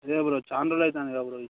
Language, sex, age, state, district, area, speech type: Telugu, male, 18-30, Telangana, Mancherial, rural, conversation